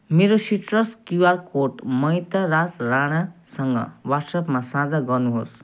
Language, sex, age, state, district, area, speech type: Nepali, male, 30-45, West Bengal, Jalpaiguri, rural, read